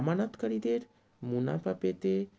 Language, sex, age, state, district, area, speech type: Bengali, male, 30-45, West Bengal, Howrah, urban, spontaneous